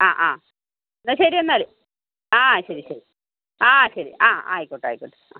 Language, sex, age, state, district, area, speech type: Malayalam, female, 30-45, Kerala, Kannur, rural, conversation